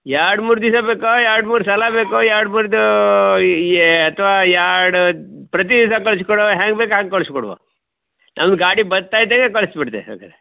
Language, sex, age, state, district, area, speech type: Kannada, male, 45-60, Karnataka, Uttara Kannada, rural, conversation